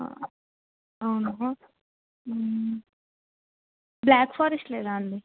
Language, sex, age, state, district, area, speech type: Telugu, female, 18-30, Telangana, Adilabad, urban, conversation